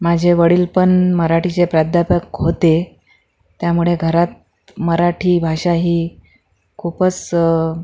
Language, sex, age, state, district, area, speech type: Marathi, female, 45-60, Maharashtra, Akola, urban, spontaneous